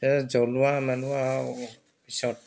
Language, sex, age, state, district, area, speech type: Assamese, male, 45-60, Assam, Dibrugarh, rural, spontaneous